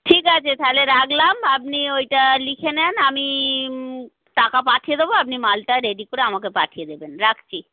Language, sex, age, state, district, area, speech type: Bengali, female, 30-45, West Bengal, North 24 Parganas, urban, conversation